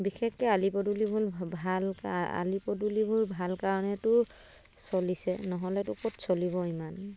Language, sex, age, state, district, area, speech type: Assamese, female, 30-45, Assam, Dibrugarh, rural, spontaneous